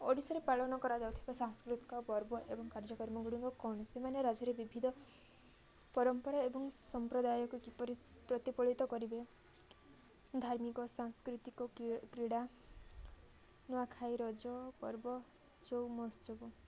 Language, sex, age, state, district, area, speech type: Odia, female, 18-30, Odisha, Koraput, urban, spontaneous